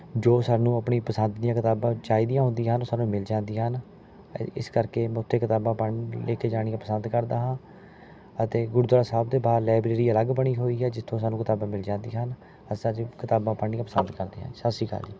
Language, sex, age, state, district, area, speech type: Punjabi, male, 30-45, Punjab, Rupnagar, rural, spontaneous